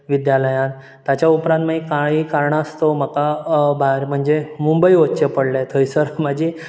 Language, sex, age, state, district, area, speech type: Goan Konkani, male, 18-30, Goa, Bardez, urban, spontaneous